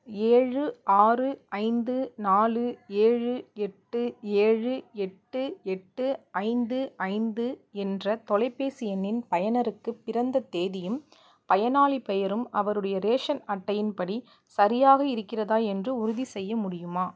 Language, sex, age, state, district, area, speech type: Tamil, female, 18-30, Tamil Nadu, Nagapattinam, rural, read